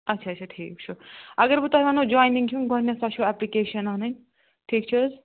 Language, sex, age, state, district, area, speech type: Kashmiri, female, 45-60, Jammu and Kashmir, Budgam, rural, conversation